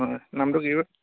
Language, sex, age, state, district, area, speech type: Assamese, male, 30-45, Assam, Majuli, urban, conversation